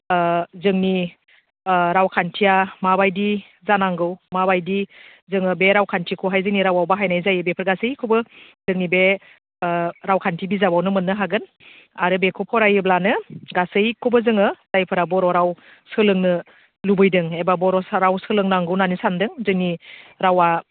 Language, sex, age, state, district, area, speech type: Bodo, female, 30-45, Assam, Udalguri, urban, conversation